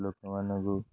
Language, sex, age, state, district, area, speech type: Odia, male, 18-30, Odisha, Jagatsinghpur, rural, spontaneous